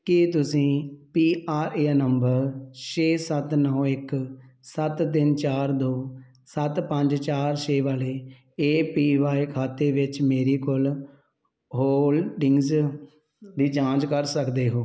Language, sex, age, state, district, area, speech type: Punjabi, male, 30-45, Punjab, Tarn Taran, rural, read